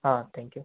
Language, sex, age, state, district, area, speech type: Tamil, male, 18-30, Tamil Nadu, Dharmapuri, rural, conversation